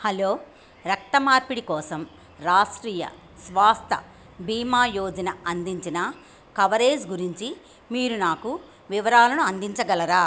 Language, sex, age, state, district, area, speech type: Telugu, female, 60+, Andhra Pradesh, Bapatla, urban, read